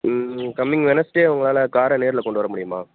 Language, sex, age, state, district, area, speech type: Tamil, male, 18-30, Tamil Nadu, Tenkasi, rural, conversation